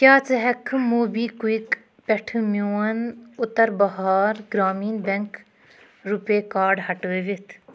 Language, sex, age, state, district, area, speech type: Kashmiri, female, 30-45, Jammu and Kashmir, Budgam, rural, read